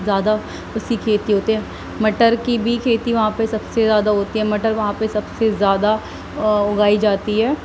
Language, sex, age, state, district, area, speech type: Urdu, female, 18-30, Uttar Pradesh, Gautam Buddha Nagar, rural, spontaneous